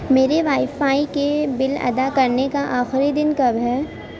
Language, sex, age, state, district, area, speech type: Urdu, female, 18-30, Uttar Pradesh, Gautam Buddha Nagar, urban, read